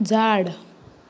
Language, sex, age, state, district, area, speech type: Goan Konkani, female, 18-30, Goa, Ponda, rural, read